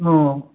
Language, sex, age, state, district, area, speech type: Bodo, male, 60+, Assam, Kokrajhar, rural, conversation